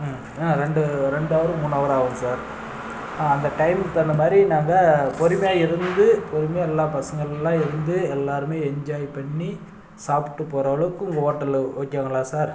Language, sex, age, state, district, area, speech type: Tamil, male, 30-45, Tamil Nadu, Dharmapuri, urban, spontaneous